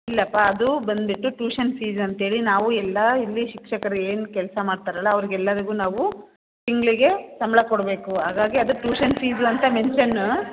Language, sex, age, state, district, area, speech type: Kannada, female, 45-60, Karnataka, Chitradurga, urban, conversation